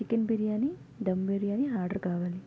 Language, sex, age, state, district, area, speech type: Telugu, female, 18-30, Andhra Pradesh, Vizianagaram, urban, spontaneous